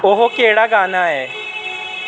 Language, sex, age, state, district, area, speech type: Dogri, male, 18-30, Jammu and Kashmir, Samba, rural, read